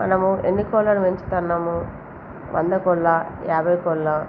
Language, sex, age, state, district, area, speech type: Telugu, female, 30-45, Telangana, Jagtial, rural, spontaneous